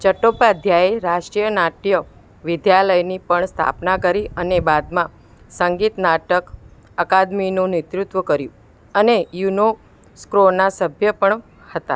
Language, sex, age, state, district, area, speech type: Gujarati, female, 45-60, Gujarat, Ahmedabad, urban, read